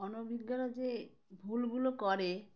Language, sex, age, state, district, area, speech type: Bengali, female, 30-45, West Bengal, Uttar Dinajpur, urban, spontaneous